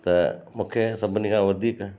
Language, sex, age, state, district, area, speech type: Sindhi, male, 60+, Gujarat, Kutch, rural, spontaneous